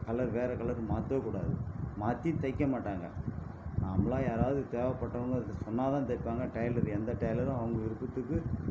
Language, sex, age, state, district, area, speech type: Tamil, male, 60+, Tamil Nadu, Viluppuram, rural, spontaneous